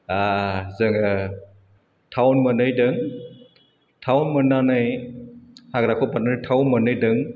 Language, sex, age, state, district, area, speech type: Bodo, male, 60+, Assam, Chirang, urban, spontaneous